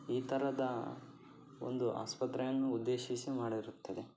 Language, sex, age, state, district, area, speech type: Kannada, male, 18-30, Karnataka, Davanagere, urban, spontaneous